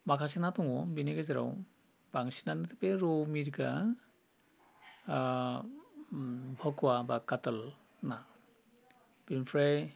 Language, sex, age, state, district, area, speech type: Bodo, male, 60+, Assam, Udalguri, urban, spontaneous